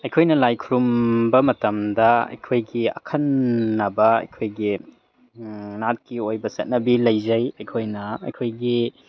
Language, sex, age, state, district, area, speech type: Manipuri, male, 30-45, Manipur, Tengnoupal, urban, spontaneous